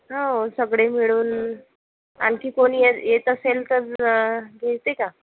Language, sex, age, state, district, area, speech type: Marathi, female, 60+, Maharashtra, Yavatmal, rural, conversation